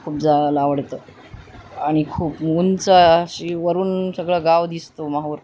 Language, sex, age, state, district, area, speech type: Marathi, female, 45-60, Maharashtra, Nanded, rural, spontaneous